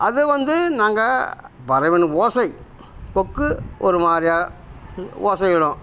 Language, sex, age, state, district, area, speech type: Tamil, male, 45-60, Tamil Nadu, Kallakurichi, rural, spontaneous